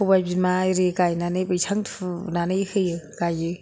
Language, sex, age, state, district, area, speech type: Bodo, female, 60+, Assam, Kokrajhar, rural, spontaneous